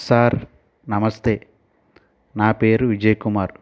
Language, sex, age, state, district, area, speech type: Telugu, male, 30-45, Andhra Pradesh, Konaseema, rural, spontaneous